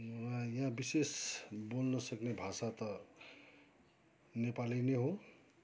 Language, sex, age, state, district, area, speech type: Nepali, male, 60+, West Bengal, Kalimpong, rural, spontaneous